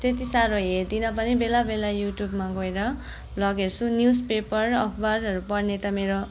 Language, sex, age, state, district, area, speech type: Nepali, female, 18-30, West Bengal, Kalimpong, rural, spontaneous